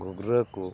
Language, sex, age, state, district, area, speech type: Santali, male, 45-60, West Bengal, Dakshin Dinajpur, rural, spontaneous